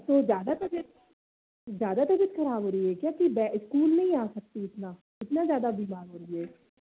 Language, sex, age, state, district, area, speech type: Hindi, male, 30-45, Madhya Pradesh, Bhopal, urban, conversation